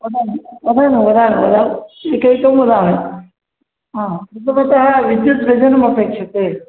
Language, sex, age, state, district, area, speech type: Sanskrit, male, 30-45, Karnataka, Vijayapura, urban, conversation